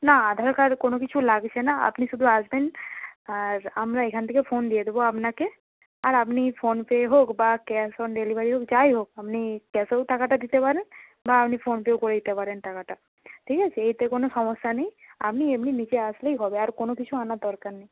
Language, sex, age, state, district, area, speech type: Bengali, female, 18-30, West Bengal, Nadia, rural, conversation